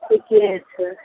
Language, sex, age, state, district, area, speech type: Maithili, female, 60+, Bihar, Araria, rural, conversation